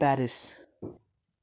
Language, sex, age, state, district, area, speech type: Nepali, male, 18-30, West Bengal, Darjeeling, rural, spontaneous